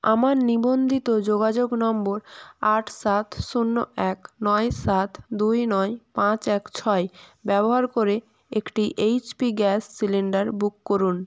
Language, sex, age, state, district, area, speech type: Bengali, female, 18-30, West Bengal, North 24 Parganas, rural, read